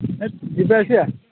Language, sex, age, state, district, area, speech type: Odia, male, 45-60, Odisha, Kendujhar, urban, conversation